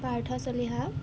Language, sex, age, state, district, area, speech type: Assamese, female, 18-30, Assam, Jorhat, urban, spontaneous